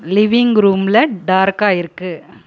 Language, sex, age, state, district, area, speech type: Tamil, female, 45-60, Tamil Nadu, Krishnagiri, rural, read